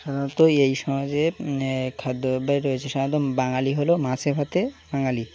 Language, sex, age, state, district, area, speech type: Bengali, male, 18-30, West Bengal, Birbhum, urban, spontaneous